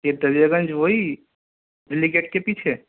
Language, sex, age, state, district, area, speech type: Urdu, male, 30-45, Delhi, Central Delhi, urban, conversation